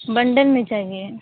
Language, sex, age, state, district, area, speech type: Urdu, female, 30-45, Uttar Pradesh, Aligarh, rural, conversation